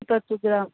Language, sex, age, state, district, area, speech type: Kannada, female, 18-30, Karnataka, Shimoga, rural, conversation